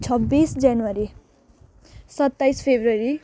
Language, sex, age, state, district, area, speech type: Nepali, female, 18-30, West Bengal, Jalpaiguri, rural, spontaneous